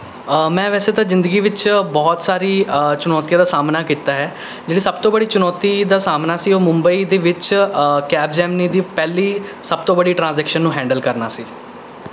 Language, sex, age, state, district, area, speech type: Punjabi, male, 18-30, Punjab, Rupnagar, urban, spontaneous